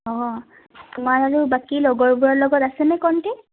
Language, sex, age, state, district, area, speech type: Assamese, female, 18-30, Assam, Udalguri, urban, conversation